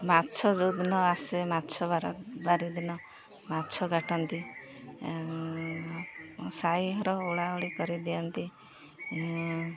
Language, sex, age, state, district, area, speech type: Odia, female, 30-45, Odisha, Jagatsinghpur, rural, spontaneous